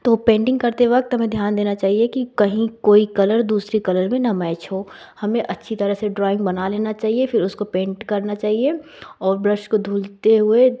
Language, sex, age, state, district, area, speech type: Hindi, female, 18-30, Uttar Pradesh, Jaunpur, urban, spontaneous